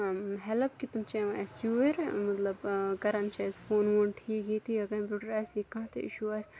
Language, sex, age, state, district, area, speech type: Kashmiri, female, 18-30, Jammu and Kashmir, Kupwara, rural, spontaneous